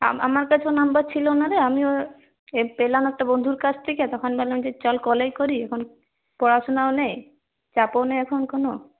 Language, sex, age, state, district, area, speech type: Bengali, female, 18-30, West Bengal, Purulia, urban, conversation